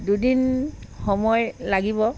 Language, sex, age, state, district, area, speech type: Assamese, female, 45-60, Assam, Sivasagar, rural, spontaneous